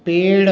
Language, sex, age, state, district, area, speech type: Hindi, male, 45-60, Uttar Pradesh, Azamgarh, rural, read